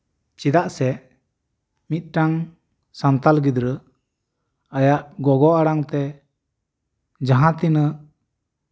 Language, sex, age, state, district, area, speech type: Santali, male, 30-45, West Bengal, Birbhum, rural, spontaneous